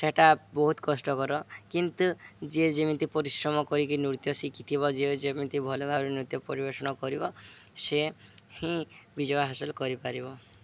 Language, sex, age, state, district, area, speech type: Odia, male, 18-30, Odisha, Subarnapur, urban, spontaneous